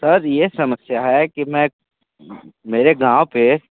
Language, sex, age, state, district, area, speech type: Hindi, male, 18-30, Uttar Pradesh, Sonbhadra, rural, conversation